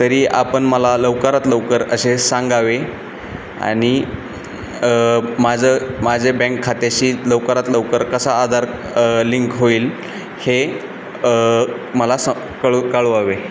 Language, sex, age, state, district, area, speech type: Marathi, male, 18-30, Maharashtra, Ratnagiri, rural, spontaneous